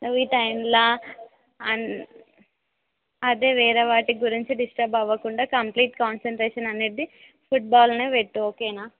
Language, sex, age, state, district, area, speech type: Telugu, female, 18-30, Telangana, Nalgonda, rural, conversation